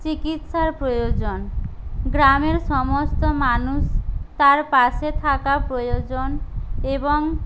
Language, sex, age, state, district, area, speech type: Bengali, other, 45-60, West Bengal, Jhargram, rural, spontaneous